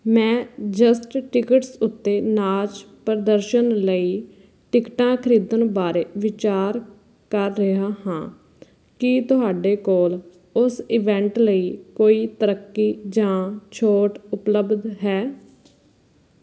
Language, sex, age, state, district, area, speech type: Punjabi, female, 18-30, Punjab, Fazilka, rural, read